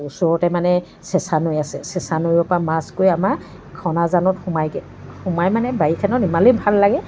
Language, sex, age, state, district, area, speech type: Assamese, female, 60+, Assam, Dibrugarh, rural, spontaneous